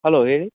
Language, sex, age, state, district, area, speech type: Kannada, male, 30-45, Karnataka, Raichur, rural, conversation